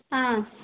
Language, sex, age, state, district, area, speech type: Malayalam, female, 45-60, Kerala, Kozhikode, urban, conversation